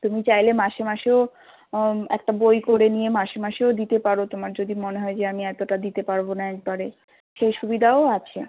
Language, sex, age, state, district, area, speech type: Bengali, female, 18-30, West Bengal, South 24 Parganas, urban, conversation